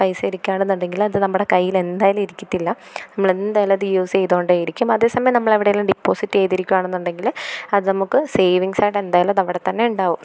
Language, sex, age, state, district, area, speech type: Malayalam, female, 18-30, Kerala, Thiruvananthapuram, rural, spontaneous